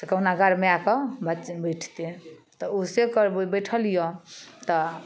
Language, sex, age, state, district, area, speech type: Maithili, female, 45-60, Bihar, Darbhanga, urban, spontaneous